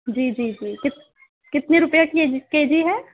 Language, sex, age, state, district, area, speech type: Urdu, female, 18-30, Uttar Pradesh, Balrampur, rural, conversation